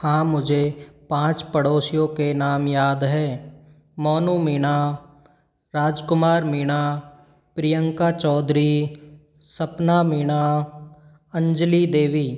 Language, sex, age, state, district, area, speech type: Hindi, male, 45-60, Rajasthan, Karauli, rural, spontaneous